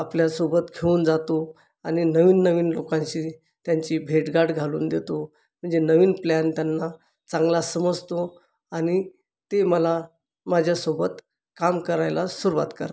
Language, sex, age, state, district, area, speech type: Marathi, male, 45-60, Maharashtra, Buldhana, urban, spontaneous